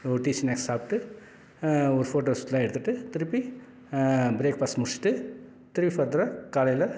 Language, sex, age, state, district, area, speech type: Tamil, male, 45-60, Tamil Nadu, Salem, rural, spontaneous